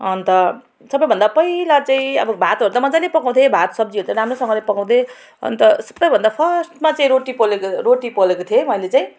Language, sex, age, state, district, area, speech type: Nepali, female, 30-45, West Bengal, Jalpaiguri, rural, spontaneous